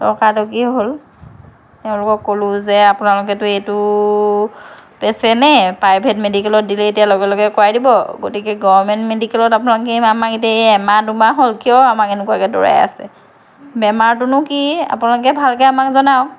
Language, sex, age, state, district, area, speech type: Assamese, female, 45-60, Assam, Lakhimpur, rural, spontaneous